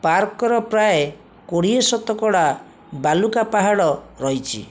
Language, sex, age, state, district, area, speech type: Odia, male, 60+, Odisha, Jajpur, rural, read